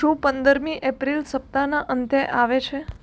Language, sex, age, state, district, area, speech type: Gujarati, female, 18-30, Gujarat, Surat, urban, read